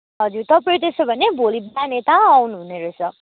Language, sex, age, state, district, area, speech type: Nepali, female, 18-30, West Bengal, Kalimpong, rural, conversation